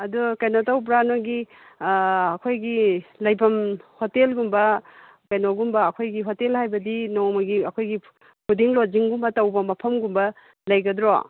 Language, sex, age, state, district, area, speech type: Manipuri, female, 45-60, Manipur, Kakching, rural, conversation